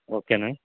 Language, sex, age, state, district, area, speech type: Telugu, male, 30-45, Telangana, Mancherial, rural, conversation